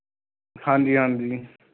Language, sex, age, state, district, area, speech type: Punjabi, male, 30-45, Punjab, Mohali, urban, conversation